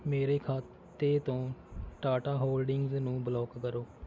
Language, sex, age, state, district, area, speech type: Punjabi, male, 30-45, Punjab, Faridkot, rural, read